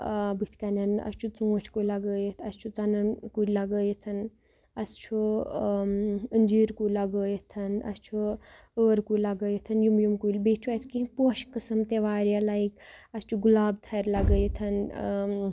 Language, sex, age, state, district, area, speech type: Kashmiri, female, 18-30, Jammu and Kashmir, Baramulla, rural, spontaneous